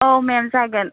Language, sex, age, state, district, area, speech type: Bodo, female, 18-30, Assam, Chirang, rural, conversation